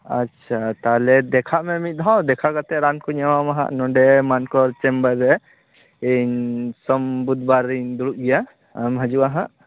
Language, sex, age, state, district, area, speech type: Santali, male, 18-30, West Bengal, Purba Bardhaman, rural, conversation